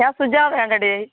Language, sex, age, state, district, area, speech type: Malayalam, female, 45-60, Kerala, Thiruvananthapuram, urban, conversation